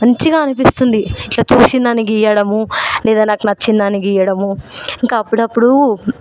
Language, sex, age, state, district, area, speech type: Telugu, female, 18-30, Telangana, Hyderabad, urban, spontaneous